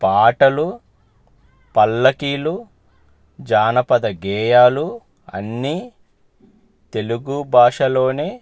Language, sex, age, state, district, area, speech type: Telugu, male, 30-45, Andhra Pradesh, Palnadu, urban, spontaneous